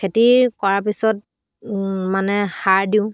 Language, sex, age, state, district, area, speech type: Assamese, female, 45-60, Assam, Dhemaji, rural, spontaneous